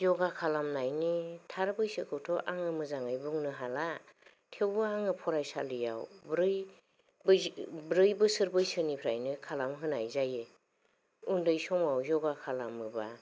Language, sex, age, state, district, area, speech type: Bodo, female, 45-60, Assam, Kokrajhar, rural, spontaneous